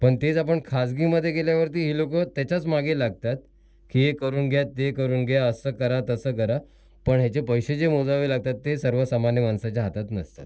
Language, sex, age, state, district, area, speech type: Marathi, male, 30-45, Maharashtra, Mumbai City, urban, spontaneous